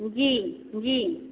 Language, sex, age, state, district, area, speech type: Hindi, female, 45-60, Uttar Pradesh, Azamgarh, rural, conversation